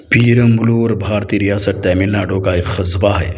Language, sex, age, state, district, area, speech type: Urdu, male, 45-60, Telangana, Hyderabad, urban, read